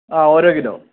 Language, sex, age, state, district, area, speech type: Malayalam, male, 18-30, Kerala, Idukki, rural, conversation